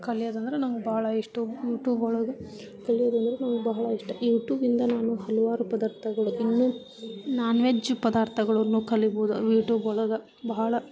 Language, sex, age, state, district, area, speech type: Kannada, female, 30-45, Karnataka, Gadag, rural, spontaneous